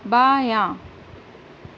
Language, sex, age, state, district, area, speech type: Urdu, female, 30-45, Uttar Pradesh, Gautam Buddha Nagar, rural, read